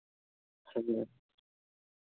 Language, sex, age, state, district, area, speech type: Santali, male, 30-45, West Bengal, Dakshin Dinajpur, rural, conversation